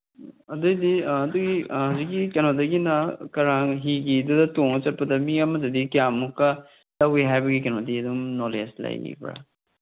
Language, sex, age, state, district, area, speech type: Manipuri, male, 30-45, Manipur, Kangpokpi, urban, conversation